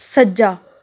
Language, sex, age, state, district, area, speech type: Punjabi, female, 18-30, Punjab, Tarn Taran, rural, read